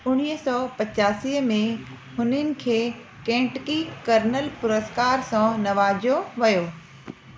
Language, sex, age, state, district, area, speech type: Sindhi, female, 30-45, Delhi, South Delhi, urban, read